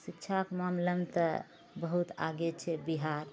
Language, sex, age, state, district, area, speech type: Maithili, female, 45-60, Bihar, Purnia, rural, spontaneous